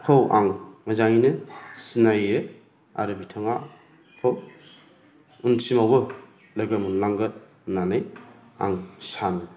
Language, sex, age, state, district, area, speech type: Bodo, male, 45-60, Assam, Chirang, rural, spontaneous